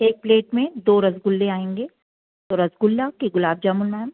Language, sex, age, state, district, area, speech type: Hindi, female, 45-60, Madhya Pradesh, Jabalpur, urban, conversation